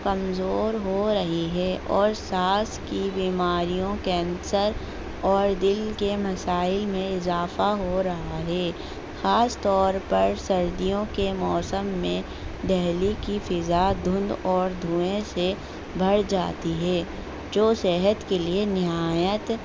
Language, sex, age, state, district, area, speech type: Urdu, female, 18-30, Delhi, North East Delhi, urban, spontaneous